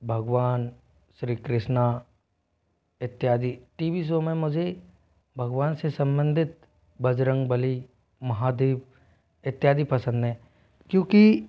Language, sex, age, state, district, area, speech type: Hindi, male, 18-30, Rajasthan, Jodhpur, rural, spontaneous